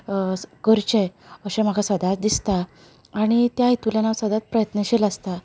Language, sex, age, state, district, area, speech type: Goan Konkani, female, 30-45, Goa, Canacona, urban, spontaneous